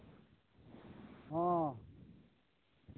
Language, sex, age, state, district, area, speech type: Santali, male, 30-45, West Bengal, Bankura, rural, conversation